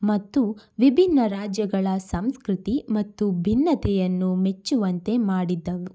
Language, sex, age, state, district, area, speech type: Kannada, female, 18-30, Karnataka, Shimoga, rural, spontaneous